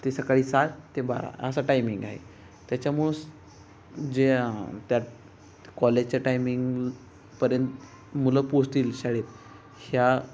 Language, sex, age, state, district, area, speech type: Marathi, male, 18-30, Maharashtra, Ratnagiri, rural, spontaneous